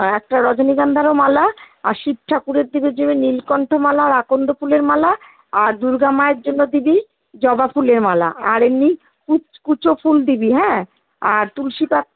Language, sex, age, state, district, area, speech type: Bengali, female, 45-60, West Bengal, Kolkata, urban, conversation